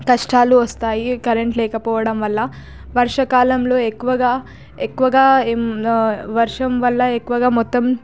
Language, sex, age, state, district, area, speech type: Telugu, female, 18-30, Telangana, Hyderabad, urban, spontaneous